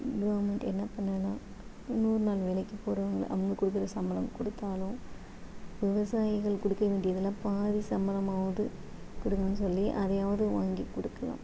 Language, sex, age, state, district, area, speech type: Tamil, female, 45-60, Tamil Nadu, Ariyalur, rural, spontaneous